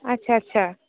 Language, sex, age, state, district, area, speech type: Bengali, female, 18-30, West Bengal, Cooch Behar, urban, conversation